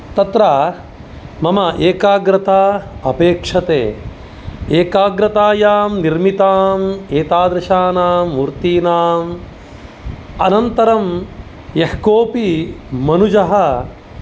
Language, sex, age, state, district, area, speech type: Sanskrit, male, 45-60, Karnataka, Dakshina Kannada, rural, spontaneous